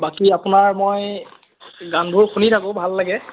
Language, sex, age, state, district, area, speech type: Assamese, male, 30-45, Assam, Biswanath, rural, conversation